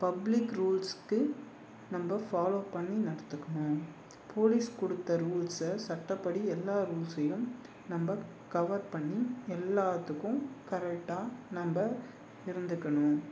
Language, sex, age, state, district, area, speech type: Tamil, male, 18-30, Tamil Nadu, Tiruvannamalai, urban, spontaneous